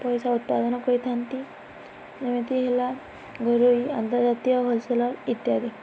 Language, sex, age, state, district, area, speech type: Odia, female, 18-30, Odisha, Balangir, urban, spontaneous